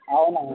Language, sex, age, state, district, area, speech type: Telugu, male, 18-30, Telangana, Sangareddy, rural, conversation